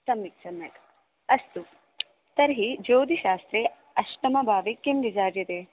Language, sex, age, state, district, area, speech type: Sanskrit, female, 18-30, Kerala, Thrissur, urban, conversation